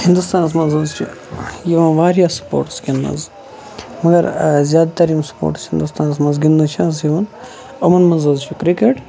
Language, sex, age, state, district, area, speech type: Kashmiri, male, 18-30, Jammu and Kashmir, Kupwara, rural, spontaneous